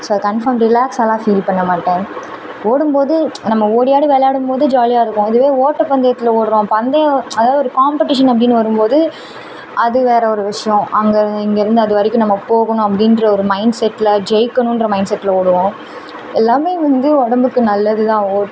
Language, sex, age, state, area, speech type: Tamil, female, 18-30, Tamil Nadu, urban, spontaneous